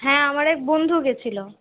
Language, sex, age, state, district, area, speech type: Bengali, female, 60+, West Bengal, Paschim Bardhaman, urban, conversation